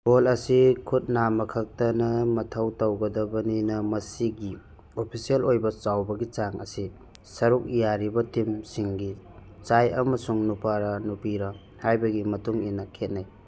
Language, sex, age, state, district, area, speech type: Manipuri, male, 30-45, Manipur, Churachandpur, rural, read